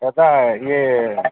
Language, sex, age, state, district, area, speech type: Odia, male, 45-60, Odisha, Sambalpur, rural, conversation